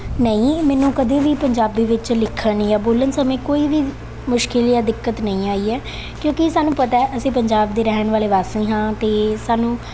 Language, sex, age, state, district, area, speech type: Punjabi, female, 18-30, Punjab, Mansa, urban, spontaneous